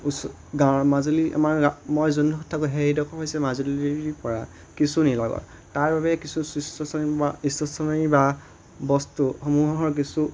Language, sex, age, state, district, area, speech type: Assamese, male, 30-45, Assam, Majuli, urban, spontaneous